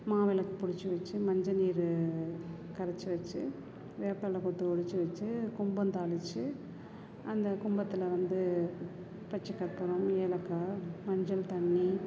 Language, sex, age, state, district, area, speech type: Tamil, female, 45-60, Tamil Nadu, Perambalur, urban, spontaneous